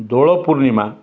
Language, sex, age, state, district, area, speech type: Odia, male, 60+, Odisha, Ganjam, urban, spontaneous